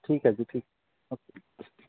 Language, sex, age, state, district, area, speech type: Punjabi, male, 18-30, Punjab, Fazilka, rural, conversation